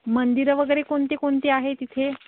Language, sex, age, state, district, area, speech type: Marathi, female, 30-45, Maharashtra, Nagpur, urban, conversation